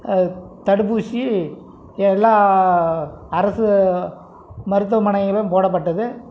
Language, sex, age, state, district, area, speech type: Tamil, male, 60+, Tamil Nadu, Krishnagiri, rural, spontaneous